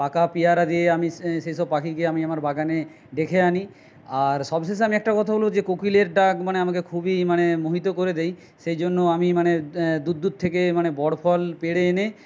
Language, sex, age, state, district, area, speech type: Bengali, male, 60+, West Bengal, Jhargram, rural, spontaneous